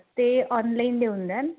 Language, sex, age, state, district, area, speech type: Marathi, female, 30-45, Maharashtra, Wardha, rural, conversation